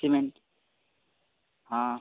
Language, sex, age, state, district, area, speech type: Hindi, male, 30-45, Uttar Pradesh, Mau, rural, conversation